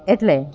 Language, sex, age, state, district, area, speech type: Gujarati, female, 45-60, Gujarat, Amreli, rural, spontaneous